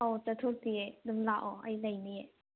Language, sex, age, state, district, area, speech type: Manipuri, female, 30-45, Manipur, Tengnoupal, rural, conversation